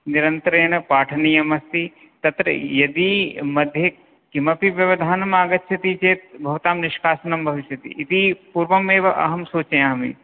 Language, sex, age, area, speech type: Sanskrit, male, 30-45, urban, conversation